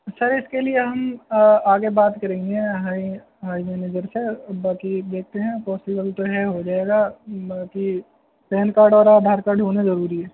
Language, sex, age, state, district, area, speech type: Urdu, male, 18-30, Delhi, North West Delhi, urban, conversation